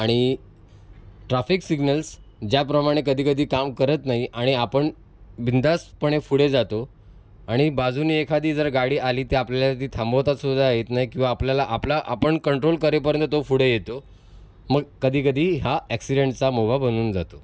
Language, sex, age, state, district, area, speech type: Marathi, male, 30-45, Maharashtra, Mumbai City, urban, spontaneous